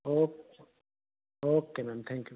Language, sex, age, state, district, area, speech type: Hindi, male, 30-45, Madhya Pradesh, Betul, urban, conversation